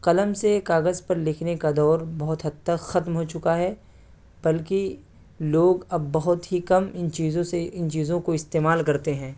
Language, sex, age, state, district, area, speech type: Urdu, male, 18-30, Delhi, South Delhi, urban, spontaneous